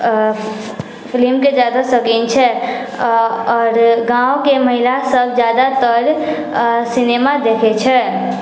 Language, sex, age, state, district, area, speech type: Maithili, female, 18-30, Bihar, Sitamarhi, rural, spontaneous